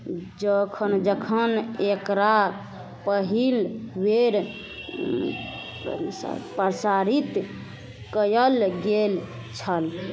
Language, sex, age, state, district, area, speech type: Maithili, female, 18-30, Bihar, Araria, rural, read